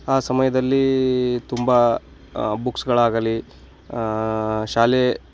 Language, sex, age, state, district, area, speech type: Kannada, male, 18-30, Karnataka, Bagalkot, rural, spontaneous